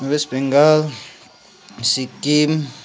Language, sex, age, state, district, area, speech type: Nepali, male, 30-45, West Bengal, Kalimpong, rural, spontaneous